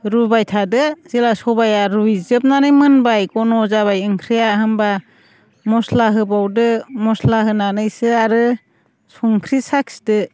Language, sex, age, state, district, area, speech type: Bodo, female, 45-60, Assam, Chirang, rural, spontaneous